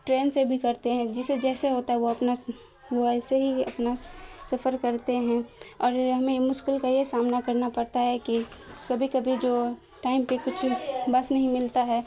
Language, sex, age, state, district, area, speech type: Urdu, female, 18-30, Bihar, Khagaria, rural, spontaneous